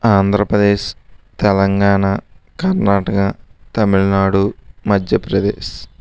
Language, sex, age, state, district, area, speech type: Telugu, male, 60+, Andhra Pradesh, East Godavari, rural, spontaneous